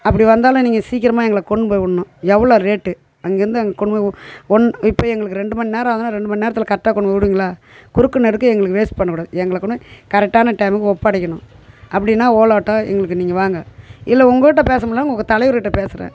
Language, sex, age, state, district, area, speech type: Tamil, female, 60+, Tamil Nadu, Tiruvannamalai, rural, spontaneous